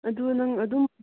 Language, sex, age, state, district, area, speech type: Manipuri, female, 18-30, Manipur, Kangpokpi, rural, conversation